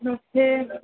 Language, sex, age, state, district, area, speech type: Gujarati, female, 30-45, Gujarat, Rajkot, urban, conversation